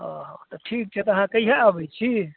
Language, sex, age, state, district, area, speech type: Maithili, male, 30-45, Bihar, Madhubani, rural, conversation